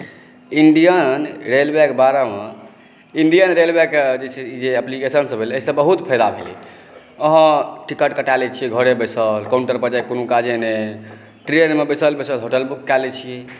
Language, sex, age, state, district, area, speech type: Maithili, male, 30-45, Bihar, Saharsa, urban, spontaneous